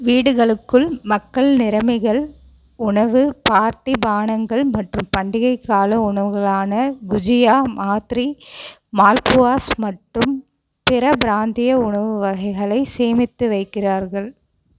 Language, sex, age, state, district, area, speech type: Tamil, female, 18-30, Tamil Nadu, Cuddalore, urban, read